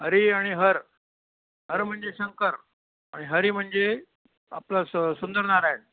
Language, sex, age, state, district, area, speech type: Marathi, male, 60+, Maharashtra, Nashik, urban, conversation